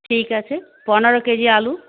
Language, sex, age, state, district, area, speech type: Bengali, female, 45-60, West Bengal, Purulia, rural, conversation